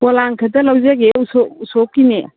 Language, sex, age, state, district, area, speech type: Manipuri, female, 45-60, Manipur, Kangpokpi, urban, conversation